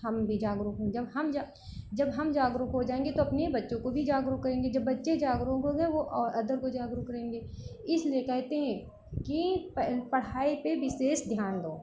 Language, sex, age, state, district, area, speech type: Hindi, female, 30-45, Uttar Pradesh, Lucknow, rural, spontaneous